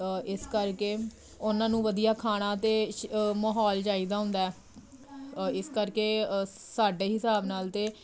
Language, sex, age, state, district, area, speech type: Punjabi, female, 30-45, Punjab, Jalandhar, urban, spontaneous